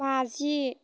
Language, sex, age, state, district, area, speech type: Bodo, female, 18-30, Assam, Baksa, rural, spontaneous